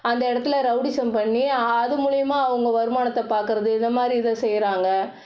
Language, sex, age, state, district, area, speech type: Tamil, female, 45-60, Tamil Nadu, Cuddalore, rural, spontaneous